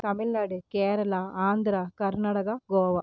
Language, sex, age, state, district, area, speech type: Tamil, female, 30-45, Tamil Nadu, Erode, rural, spontaneous